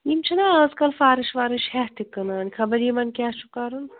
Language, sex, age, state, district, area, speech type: Kashmiri, female, 60+, Jammu and Kashmir, Srinagar, urban, conversation